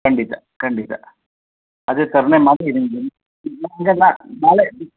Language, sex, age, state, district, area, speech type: Kannada, male, 45-60, Karnataka, Shimoga, rural, conversation